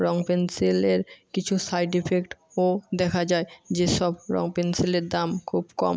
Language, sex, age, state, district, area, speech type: Bengali, male, 18-30, West Bengal, Jhargram, rural, spontaneous